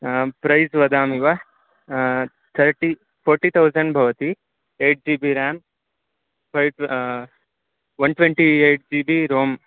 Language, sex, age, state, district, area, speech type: Sanskrit, male, 18-30, Karnataka, Chikkamagaluru, rural, conversation